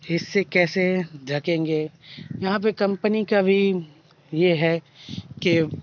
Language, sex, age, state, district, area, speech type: Urdu, male, 18-30, Bihar, Khagaria, rural, spontaneous